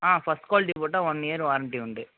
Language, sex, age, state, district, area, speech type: Tamil, male, 18-30, Tamil Nadu, Mayiladuthurai, urban, conversation